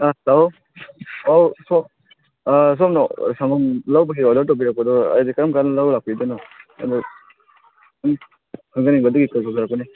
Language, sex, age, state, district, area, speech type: Manipuri, male, 18-30, Manipur, Kangpokpi, urban, conversation